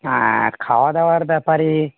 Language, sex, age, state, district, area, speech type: Bengali, male, 60+, West Bengal, North 24 Parganas, urban, conversation